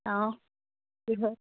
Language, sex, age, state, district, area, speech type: Assamese, female, 30-45, Assam, Charaideo, rural, conversation